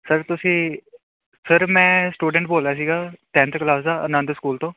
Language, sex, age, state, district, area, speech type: Punjabi, male, 18-30, Punjab, Kapurthala, urban, conversation